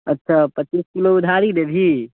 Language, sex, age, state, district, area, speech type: Maithili, male, 18-30, Bihar, Muzaffarpur, rural, conversation